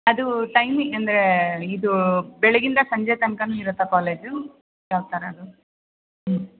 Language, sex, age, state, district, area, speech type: Kannada, female, 45-60, Karnataka, Shimoga, urban, conversation